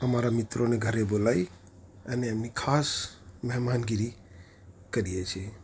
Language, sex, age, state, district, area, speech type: Gujarati, male, 45-60, Gujarat, Ahmedabad, urban, spontaneous